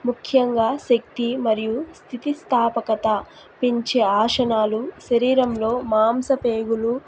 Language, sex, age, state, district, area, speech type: Telugu, female, 18-30, Andhra Pradesh, Nellore, rural, spontaneous